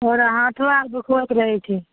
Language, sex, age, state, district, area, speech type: Maithili, female, 18-30, Bihar, Madhepura, urban, conversation